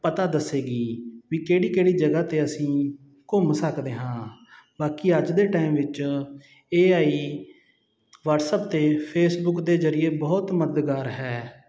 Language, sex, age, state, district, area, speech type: Punjabi, male, 30-45, Punjab, Sangrur, rural, spontaneous